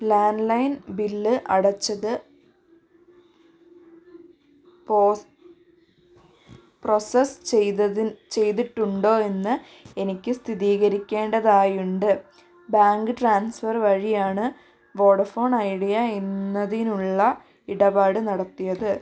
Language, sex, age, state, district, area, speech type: Malayalam, female, 45-60, Kerala, Wayanad, rural, read